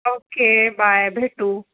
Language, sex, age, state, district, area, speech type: Marathi, female, 30-45, Maharashtra, Pune, urban, conversation